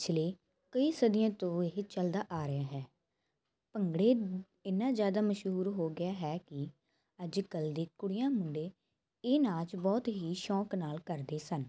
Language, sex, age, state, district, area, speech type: Punjabi, female, 18-30, Punjab, Muktsar, rural, spontaneous